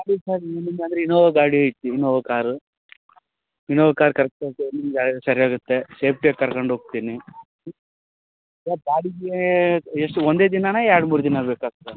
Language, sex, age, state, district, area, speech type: Kannada, male, 30-45, Karnataka, Raichur, rural, conversation